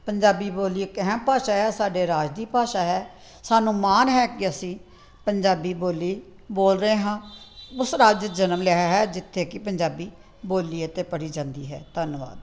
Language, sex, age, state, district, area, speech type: Punjabi, female, 60+, Punjab, Tarn Taran, urban, spontaneous